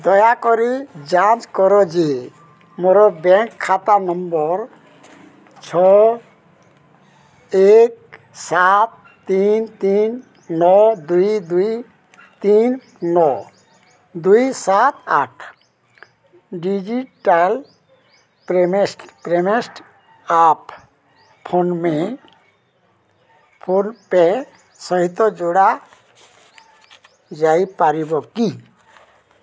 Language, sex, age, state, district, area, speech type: Odia, male, 60+, Odisha, Balangir, urban, read